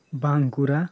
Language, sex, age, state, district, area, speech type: Nepali, male, 18-30, West Bengal, Darjeeling, rural, spontaneous